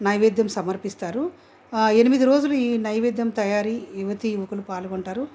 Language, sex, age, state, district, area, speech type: Telugu, female, 60+, Telangana, Hyderabad, urban, spontaneous